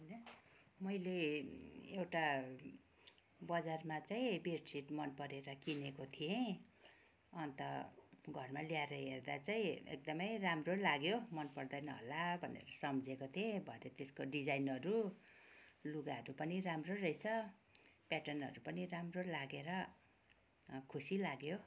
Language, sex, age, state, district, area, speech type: Nepali, female, 60+, West Bengal, Kalimpong, rural, spontaneous